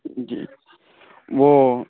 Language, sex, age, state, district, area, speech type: Urdu, male, 18-30, Uttar Pradesh, Saharanpur, urban, conversation